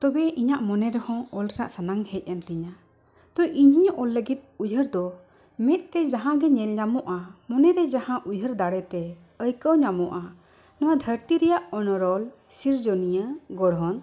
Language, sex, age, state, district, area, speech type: Santali, female, 45-60, Jharkhand, Bokaro, rural, spontaneous